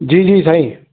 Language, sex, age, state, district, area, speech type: Sindhi, male, 30-45, Madhya Pradesh, Katni, rural, conversation